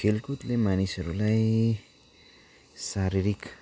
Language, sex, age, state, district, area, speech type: Nepali, male, 45-60, West Bengal, Darjeeling, rural, spontaneous